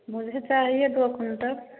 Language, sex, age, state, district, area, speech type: Hindi, female, 30-45, Uttar Pradesh, Prayagraj, rural, conversation